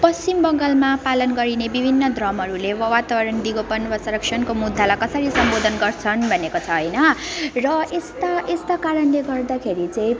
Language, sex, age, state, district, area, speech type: Nepali, female, 18-30, West Bengal, Alipurduar, urban, spontaneous